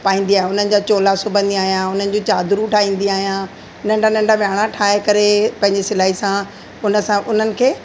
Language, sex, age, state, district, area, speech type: Sindhi, female, 45-60, Delhi, South Delhi, urban, spontaneous